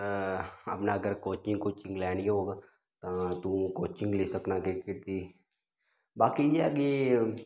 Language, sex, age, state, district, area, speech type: Dogri, male, 18-30, Jammu and Kashmir, Udhampur, rural, spontaneous